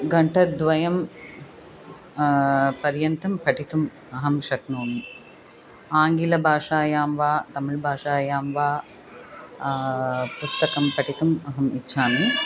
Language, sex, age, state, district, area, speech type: Sanskrit, female, 30-45, Tamil Nadu, Chennai, urban, spontaneous